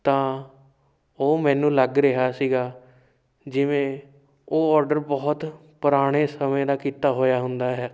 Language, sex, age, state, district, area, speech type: Punjabi, male, 18-30, Punjab, Shaheed Bhagat Singh Nagar, urban, spontaneous